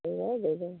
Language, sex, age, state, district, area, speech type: Odia, female, 45-60, Odisha, Malkangiri, urban, conversation